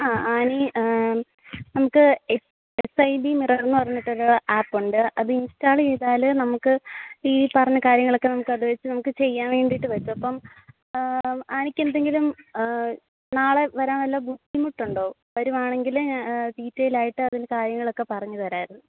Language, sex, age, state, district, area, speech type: Malayalam, female, 18-30, Kerala, Alappuzha, rural, conversation